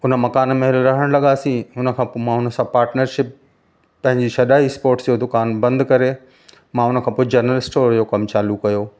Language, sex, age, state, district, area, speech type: Sindhi, male, 45-60, Madhya Pradesh, Katni, rural, spontaneous